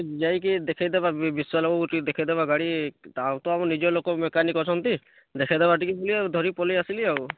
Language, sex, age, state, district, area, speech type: Odia, male, 18-30, Odisha, Kalahandi, rural, conversation